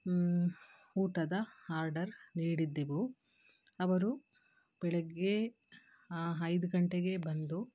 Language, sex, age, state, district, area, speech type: Kannada, female, 30-45, Karnataka, Kolar, urban, spontaneous